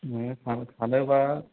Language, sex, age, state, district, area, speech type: Bodo, male, 45-60, Assam, Chirang, rural, conversation